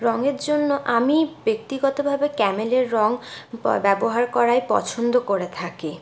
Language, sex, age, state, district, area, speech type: Bengali, female, 30-45, West Bengal, Purulia, rural, spontaneous